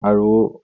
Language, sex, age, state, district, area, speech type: Assamese, male, 30-45, Assam, Tinsukia, urban, spontaneous